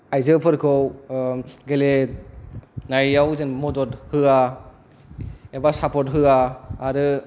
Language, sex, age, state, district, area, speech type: Bodo, male, 18-30, Assam, Kokrajhar, urban, spontaneous